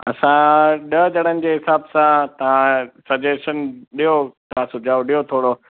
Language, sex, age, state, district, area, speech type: Sindhi, male, 18-30, Gujarat, Kutch, rural, conversation